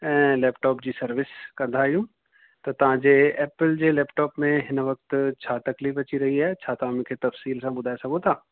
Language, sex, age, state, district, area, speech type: Sindhi, male, 30-45, Rajasthan, Ajmer, urban, conversation